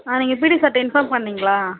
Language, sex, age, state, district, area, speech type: Tamil, female, 18-30, Tamil Nadu, Kallakurichi, rural, conversation